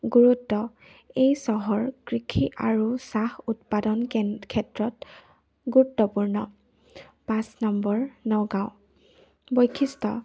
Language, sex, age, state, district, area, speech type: Assamese, female, 18-30, Assam, Charaideo, urban, spontaneous